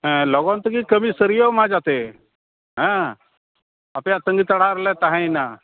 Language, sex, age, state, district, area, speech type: Santali, male, 60+, West Bengal, Malda, rural, conversation